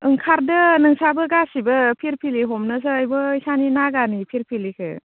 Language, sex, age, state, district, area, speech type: Bodo, female, 30-45, Assam, Baksa, rural, conversation